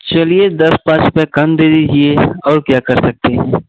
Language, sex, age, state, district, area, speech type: Hindi, male, 18-30, Uttar Pradesh, Jaunpur, rural, conversation